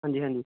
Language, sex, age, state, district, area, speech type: Punjabi, male, 30-45, Punjab, Muktsar, urban, conversation